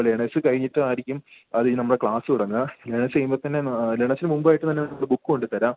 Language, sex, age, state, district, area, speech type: Malayalam, male, 18-30, Kerala, Idukki, rural, conversation